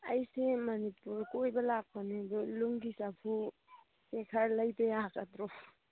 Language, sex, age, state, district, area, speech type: Manipuri, female, 30-45, Manipur, Churachandpur, rural, conversation